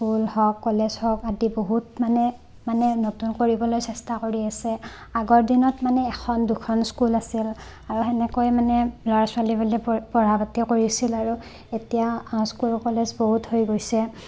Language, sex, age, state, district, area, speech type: Assamese, female, 18-30, Assam, Barpeta, rural, spontaneous